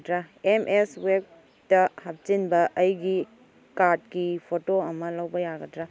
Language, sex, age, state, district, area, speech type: Manipuri, female, 30-45, Manipur, Kangpokpi, urban, read